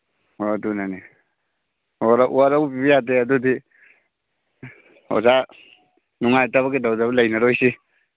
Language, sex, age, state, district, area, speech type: Manipuri, male, 18-30, Manipur, Churachandpur, rural, conversation